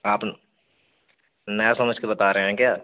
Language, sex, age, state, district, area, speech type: Hindi, male, 18-30, Uttar Pradesh, Azamgarh, rural, conversation